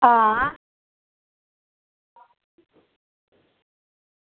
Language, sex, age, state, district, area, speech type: Dogri, female, 30-45, Jammu and Kashmir, Samba, rural, conversation